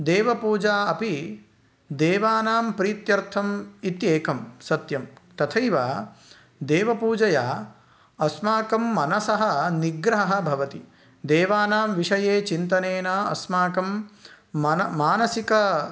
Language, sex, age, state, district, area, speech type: Sanskrit, male, 18-30, Karnataka, Uttara Kannada, rural, spontaneous